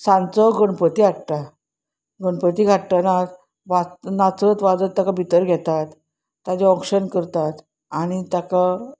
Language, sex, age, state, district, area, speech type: Goan Konkani, female, 45-60, Goa, Salcete, urban, spontaneous